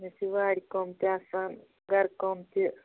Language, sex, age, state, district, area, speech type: Kashmiri, female, 30-45, Jammu and Kashmir, Bandipora, rural, conversation